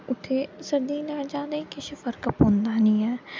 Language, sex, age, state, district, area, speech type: Dogri, female, 18-30, Jammu and Kashmir, Jammu, urban, spontaneous